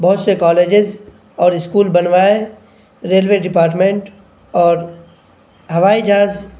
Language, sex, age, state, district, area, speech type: Urdu, male, 18-30, Bihar, Purnia, rural, spontaneous